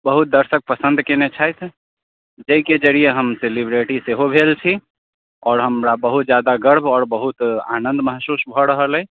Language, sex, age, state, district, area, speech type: Maithili, male, 45-60, Bihar, Sitamarhi, urban, conversation